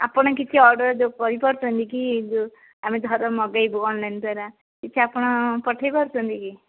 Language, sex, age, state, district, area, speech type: Odia, female, 45-60, Odisha, Gajapati, rural, conversation